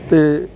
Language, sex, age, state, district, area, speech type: Punjabi, male, 60+, Punjab, Rupnagar, rural, spontaneous